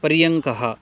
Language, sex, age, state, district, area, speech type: Sanskrit, male, 18-30, Karnataka, Uttara Kannada, urban, read